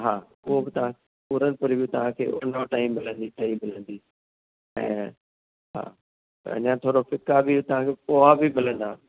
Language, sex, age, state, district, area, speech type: Sindhi, male, 60+, Maharashtra, Thane, urban, conversation